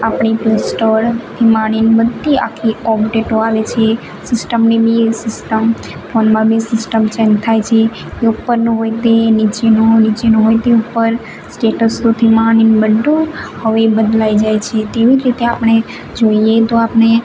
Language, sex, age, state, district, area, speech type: Gujarati, female, 18-30, Gujarat, Narmada, rural, spontaneous